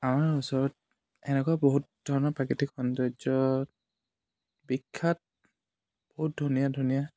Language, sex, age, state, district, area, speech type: Assamese, male, 18-30, Assam, Charaideo, rural, spontaneous